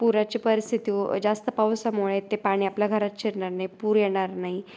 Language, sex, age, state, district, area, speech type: Marathi, female, 18-30, Maharashtra, Ahmednagar, rural, spontaneous